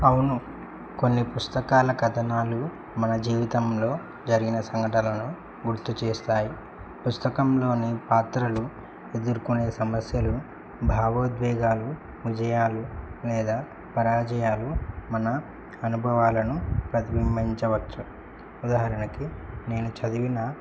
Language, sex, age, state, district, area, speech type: Telugu, male, 18-30, Telangana, Medak, rural, spontaneous